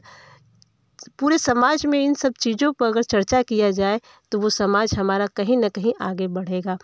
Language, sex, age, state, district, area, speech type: Hindi, female, 30-45, Uttar Pradesh, Varanasi, urban, spontaneous